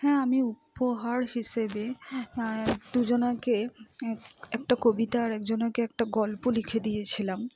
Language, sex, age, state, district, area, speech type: Bengali, female, 45-60, West Bengal, Purba Bardhaman, rural, spontaneous